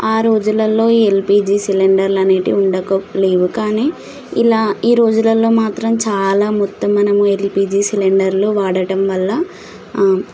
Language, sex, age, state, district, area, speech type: Telugu, female, 18-30, Telangana, Nalgonda, urban, spontaneous